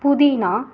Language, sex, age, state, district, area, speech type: Tamil, female, 18-30, Tamil Nadu, Ariyalur, rural, spontaneous